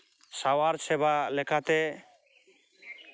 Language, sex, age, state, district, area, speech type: Santali, male, 30-45, West Bengal, Jhargram, rural, spontaneous